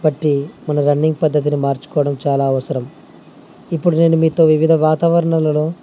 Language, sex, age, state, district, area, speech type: Telugu, male, 18-30, Andhra Pradesh, Nandyal, urban, spontaneous